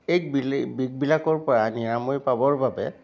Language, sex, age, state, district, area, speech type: Assamese, male, 60+, Assam, Biswanath, rural, spontaneous